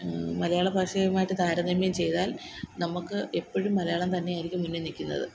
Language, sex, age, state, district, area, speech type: Malayalam, female, 30-45, Kerala, Kottayam, rural, spontaneous